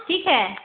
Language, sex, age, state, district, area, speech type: Urdu, female, 30-45, Bihar, Araria, rural, conversation